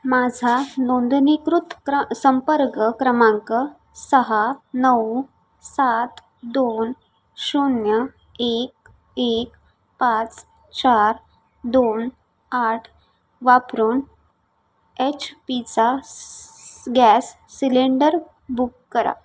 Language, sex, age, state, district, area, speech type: Marathi, female, 18-30, Maharashtra, Sindhudurg, rural, read